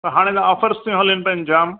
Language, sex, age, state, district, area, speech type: Sindhi, male, 60+, Maharashtra, Thane, urban, conversation